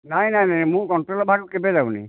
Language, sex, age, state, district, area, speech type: Odia, male, 60+, Odisha, Nayagarh, rural, conversation